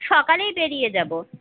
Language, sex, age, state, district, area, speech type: Bengali, female, 30-45, West Bengal, Kolkata, urban, conversation